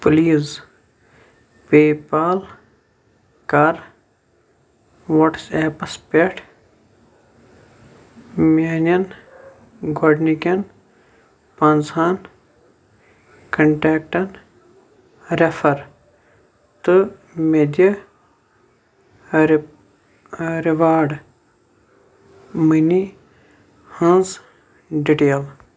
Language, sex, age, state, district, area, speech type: Kashmiri, male, 45-60, Jammu and Kashmir, Shopian, urban, read